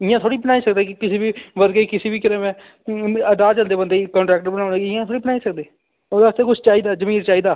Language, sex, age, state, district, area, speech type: Dogri, male, 18-30, Jammu and Kashmir, Udhampur, urban, conversation